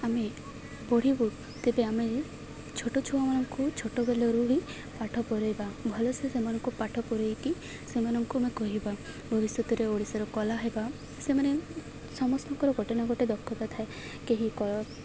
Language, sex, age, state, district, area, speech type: Odia, female, 18-30, Odisha, Malkangiri, urban, spontaneous